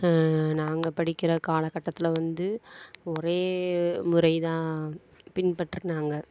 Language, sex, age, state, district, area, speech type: Tamil, female, 45-60, Tamil Nadu, Mayiladuthurai, urban, spontaneous